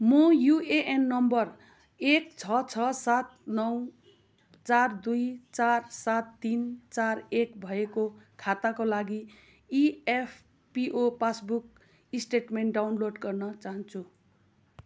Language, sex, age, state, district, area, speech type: Nepali, female, 45-60, West Bengal, Kalimpong, rural, read